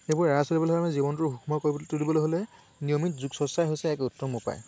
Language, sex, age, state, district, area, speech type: Assamese, male, 18-30, Assam, Lakhimpur, rural, spontaneous